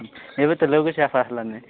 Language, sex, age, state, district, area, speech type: Odia, male, 18-30, Odisha, Nabarangpur, urban, conversation